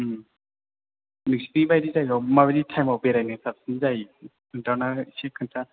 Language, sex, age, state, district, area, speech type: Bodo, male, 18-30, Assam, Chirang, rural, conversation